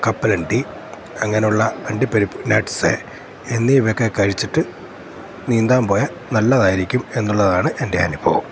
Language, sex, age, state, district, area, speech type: Malayalam, male, 45-60, Kerala, Kottayam, urban, spontaneous